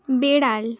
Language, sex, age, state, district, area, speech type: Bengali, female, 18-30, West Bengal, Bankura, rural, read